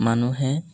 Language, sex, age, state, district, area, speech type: Assamese, male, 18-30, Assam, Golaghat, rural, spontaneous